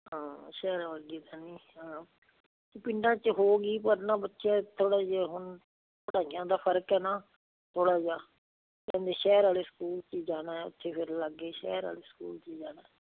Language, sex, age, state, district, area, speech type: Punjabi, female, 60+, Punjab, Fazilka, rural, conversation